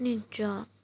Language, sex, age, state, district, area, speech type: Assamese, female, 30-45, Assam, Majuli, urban, spontaneous